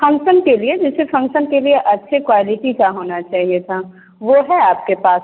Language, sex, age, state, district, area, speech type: Hindi, female, 18-30, Bihar, Begusarai, rural, conversation